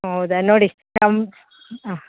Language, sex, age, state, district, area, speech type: Kannada, female, 45-60, Karnataka, Mandya, rural, conversation